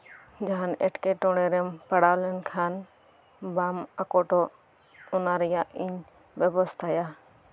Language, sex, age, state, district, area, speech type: Santali, female, 18-30, West Bengal, Birbhum, rural, spontaneous